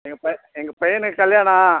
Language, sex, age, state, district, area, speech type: Tamil, male, 60+, Tamil Nadu, Ariyalur, rural, conversation